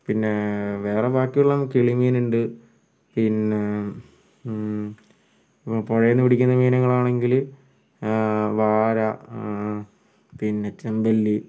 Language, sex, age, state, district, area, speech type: Malayalam, male, 45-60, Kerala, Wayanad, rural, spontaneous